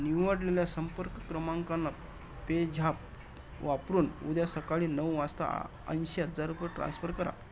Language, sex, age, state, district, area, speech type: Marathi, male, 45-60, Maharashtra, Akola, rural, read